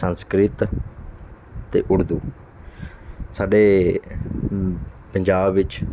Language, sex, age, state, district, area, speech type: Punjabi, male, 30-45, Punjab, Mansa, urban, spontaneous